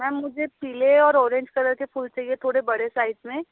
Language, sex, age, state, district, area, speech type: Hindi, female, 30-45, Madhya Pradesh, Betul, rural, conversation